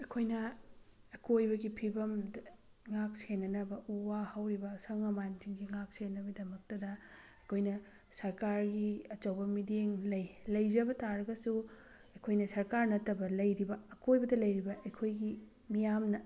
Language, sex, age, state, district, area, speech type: Manipuri, female, 30-45, Manipur, Thoubal, urban, spontaneous